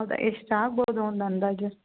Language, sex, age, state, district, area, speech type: Kannada, female, 30-45, Karnataka, Hassan, rural, conversation